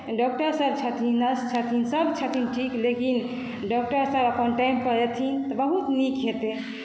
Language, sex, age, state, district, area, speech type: Maithili, female, 60+, Bihar, Saharsa, rural, spontaneous